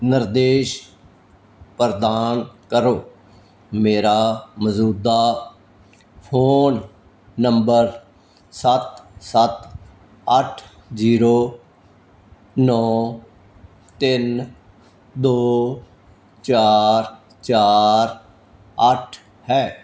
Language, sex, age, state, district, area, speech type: Punjabi, male, 60+, Punjab, Fazilka, rural, read